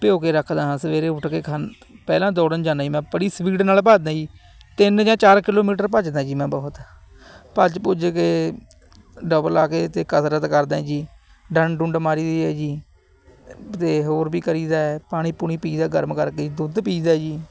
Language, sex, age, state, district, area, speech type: Punjabi, male, 18-30, Punjab, Fatehgarh Sahib, rural, spontaneous